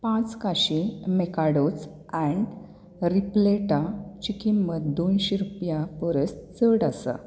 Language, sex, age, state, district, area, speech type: Goan Konkani, female, 30-45, Goa, Bardez, rural, read